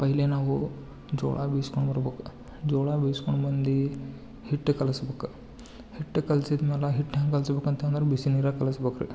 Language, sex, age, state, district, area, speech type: Kannada, male, 18-30, Karnataka, Gulbarga, urban, spontaneous